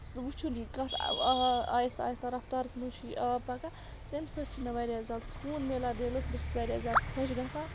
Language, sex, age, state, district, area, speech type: Kashmiri, female, 30-45, Jammu and Kashmir, Bandipora, rural, spontaneous